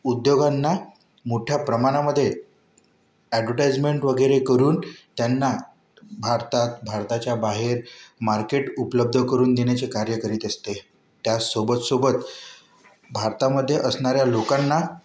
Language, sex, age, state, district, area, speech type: Marathi, male, 18-30, Maharashtra, Wardha, urban, spontaneous